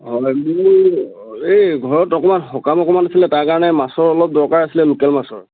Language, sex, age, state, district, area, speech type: Assamese, male, 30-45, Assam, Lakhimpur, rural, conversation